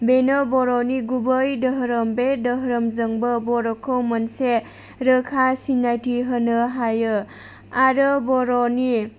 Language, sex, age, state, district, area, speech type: Bodo, female, 30-45, Assam, Chirang, rural, spontaneous